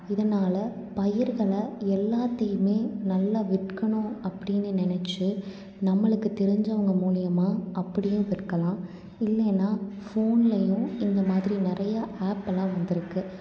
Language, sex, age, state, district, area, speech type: Tamil, female, 18-30, Tamil Nadu, Tiruppur, rural, spontaneous